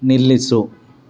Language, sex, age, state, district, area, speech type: Kannada, male, 30-45, Karnataka, Davanagere, rural, read